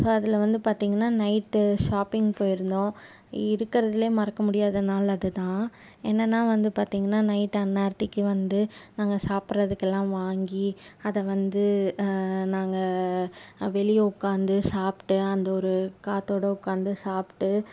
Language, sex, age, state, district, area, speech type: Tamil, female, 18-30, Tamil Nadu, Tiruppur, rural, spontaneous